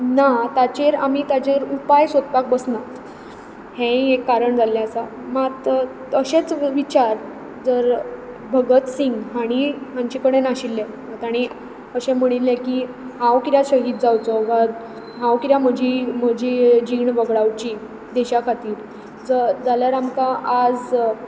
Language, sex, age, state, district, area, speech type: Goan Konkani, female, 18-30, Goa, Ponda, rural, spontaneous